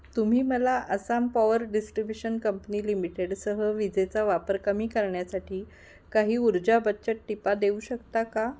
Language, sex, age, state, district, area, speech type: Marathi, female, 45-60, Maharashtra, Kolhapur, urban, read